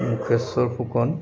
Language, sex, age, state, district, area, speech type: Assamese, male, 60+, Assam, Dibrugarh, urban, spontaneous